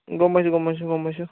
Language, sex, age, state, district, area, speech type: Assamese, male, 18-30, Assam, Majuli, urban, conversation